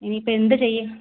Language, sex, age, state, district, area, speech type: Malayalam, female, 30-45, Kerala, Kottayam, rural, conversation